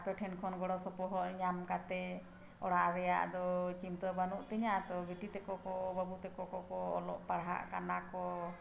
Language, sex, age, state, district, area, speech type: Santali, female, 45-60, Jharkhand, Bokaro, rural, spontaneous